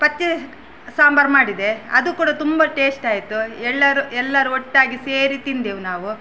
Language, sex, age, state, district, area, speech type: Kannada, female, 45-60, Karnataka, Udupi, rural, spontaneous